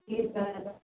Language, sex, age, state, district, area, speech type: Maithili, female, 30-45, Bihar, Samastipur, urban, conversation